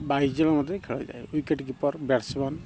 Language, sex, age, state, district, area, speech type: Odia, male, 30-45, Odisha, Kendrapara, urban, spontaneous